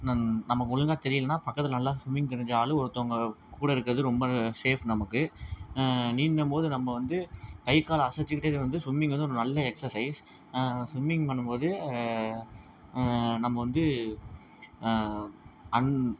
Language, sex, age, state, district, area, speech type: Tamil, male, 18-30, Tamil Nadu, Ariyalur, rural, spontaneous